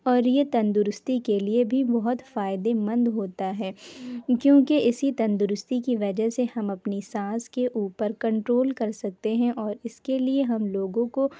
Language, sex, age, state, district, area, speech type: Urdu, female, 30-45, Uttar Pradesh, Lucknow, rural, spontaneous